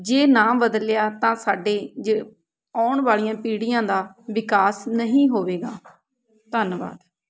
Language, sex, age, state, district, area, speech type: Punjabi, female, 30-45, Punjab, Patiala, urban, spontaneous